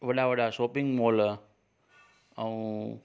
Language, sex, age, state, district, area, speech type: Sindhi, male, 30-45, Gujarat, Junagadh, urban, spontaneous